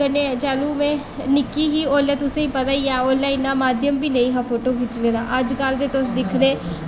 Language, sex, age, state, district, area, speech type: Dogri, female, 18-30, Jammu and Kashmir, Reasi, rural, spontaneous